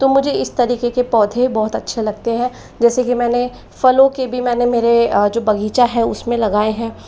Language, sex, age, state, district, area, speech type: Hindi, female, 30-45, Rajasthan, Jaipur, urban, spontaneous